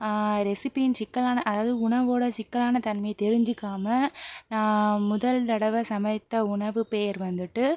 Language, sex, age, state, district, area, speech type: Tamil, female, 18-30, Tamil Nadu, Pudukkottai, rural, spontaneous